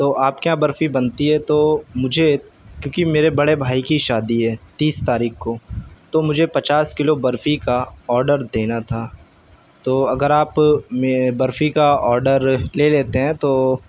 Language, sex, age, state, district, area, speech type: Urdu, male, 18-30, Uttar Pradesh, Shahjahanpur, urban, spontaneous